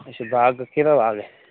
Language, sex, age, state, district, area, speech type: Dogri, male, 30-45, Jammu and Kashmir, Udhampur, rural, conversation